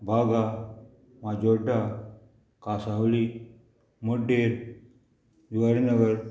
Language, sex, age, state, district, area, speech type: Goan Konkani, male, 45-60, Goa, Murmgao, rural, spontaneous